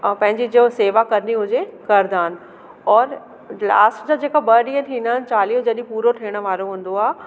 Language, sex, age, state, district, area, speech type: Sindhi, female, 30-45, Delhi, South Delhi, urban, spontaneous